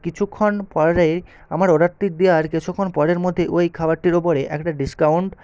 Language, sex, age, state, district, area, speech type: Bengali, male, 18-30, West Bengal, Nadia, urban, spontaneous